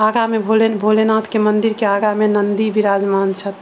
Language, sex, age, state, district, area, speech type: Maithili, female, 45-60, Bihar, Sitamarhi, urban, spontaneous